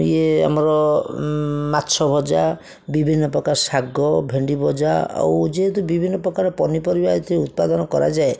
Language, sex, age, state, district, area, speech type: Odia, male, 60+, Odisha, Jajpur, rural, spontaneous